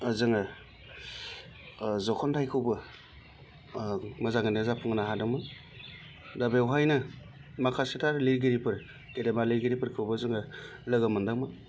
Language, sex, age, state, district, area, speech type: Bodo, male, 30-45, Assam, Baksa, urban, spontaneous